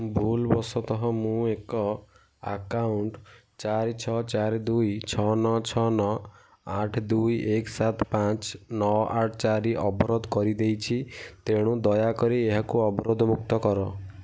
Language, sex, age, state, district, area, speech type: Odia, male, 18-30, Odisha, Kendujhar, urban, read